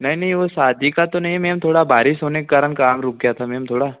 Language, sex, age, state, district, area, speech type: Hindi, male, 18-30, Madhya Pradesh, Betul, urban, conversation